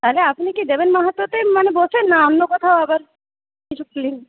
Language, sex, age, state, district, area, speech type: Bengali, female, 30-45, West Bengal, Purulia, urban, conversation